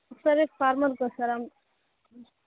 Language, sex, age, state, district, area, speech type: Telugu, female, 18-30, Telangana, Vikarabad, rural, conversation